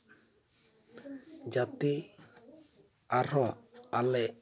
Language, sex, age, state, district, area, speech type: Santali, male, 30-45, West Bengal, Jhargram, rural, spontaneous